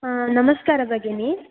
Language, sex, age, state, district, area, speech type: Sanskrit, female, 18-30, Karnataka, Dakshina Kannada, rural, conversation